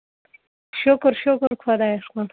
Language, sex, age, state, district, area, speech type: Kashmiri, female, 30-45, Jammu and Kashmir, Ganderbal, rural, conversation